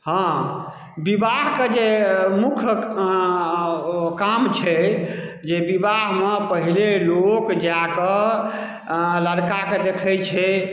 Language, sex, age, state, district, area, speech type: Maithili, male, 60+, Bihar, Darbhanga, rural, spontaneous